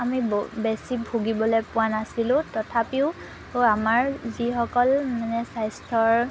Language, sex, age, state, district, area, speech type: Assamese, female, 18-30, Assam, Golaghat, urban, spontaneous